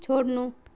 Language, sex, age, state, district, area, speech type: Nepali, female, 30-45, West Bengal, Jalpaiguri, rural, read